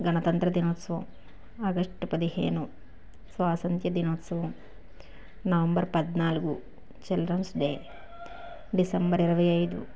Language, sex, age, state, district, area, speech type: Telugu, female, 45-60, Andhra Pradesh, Krishna, urban, spontaneous